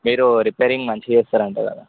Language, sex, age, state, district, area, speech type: Telugu, male, 18-30, Telangana, Sangareddy, urban, conversation